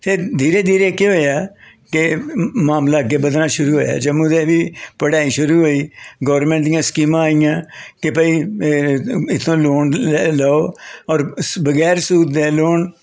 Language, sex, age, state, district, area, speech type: Dogri, male, 60+, Jammu and Kashmir, Jammu, urban, spontaneous